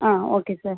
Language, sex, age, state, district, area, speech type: Tamil, female, 30-45, Tamil Nadu, Pudukkottai, urban, conversation